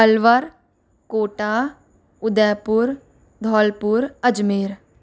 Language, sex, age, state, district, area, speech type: Hindi, female, 30-45, Rajasthan, Jaipur, urban, spontaneous